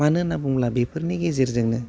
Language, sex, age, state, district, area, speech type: Bodo, male, 30-45, Assam, Udalguri, rural, spontaneous